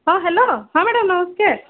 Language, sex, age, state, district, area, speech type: Odia, female, 45-60, Odisha, Sundergarh, rural, conversation